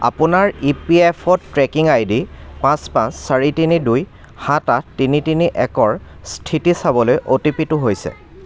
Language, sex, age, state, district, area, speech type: Assamese, male, 30-45, Assam, Dibrugarh, rural, read